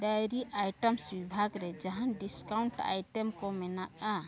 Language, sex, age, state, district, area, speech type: Santali, female, 45-60, Jharkhand, East Singhbhum, rural, read